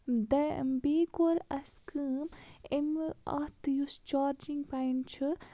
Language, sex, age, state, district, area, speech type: Kashmiri, female, 18-30, Jammu and Kashmir, Baramulla, rural, spontaneous